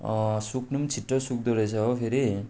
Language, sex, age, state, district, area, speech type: Nepali, male, 18-30, West Bengal, Darjeeling, rural, spontaneous